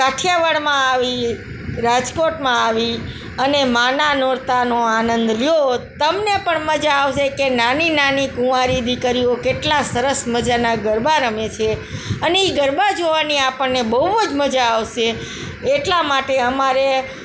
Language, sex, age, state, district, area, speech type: Gujarati, female, 45-60, Gujarat, Morbi, urban, spontaneous